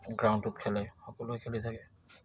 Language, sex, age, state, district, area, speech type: Assamese, male, 30-45, Assam, Dibrugarh, urban, spontaneous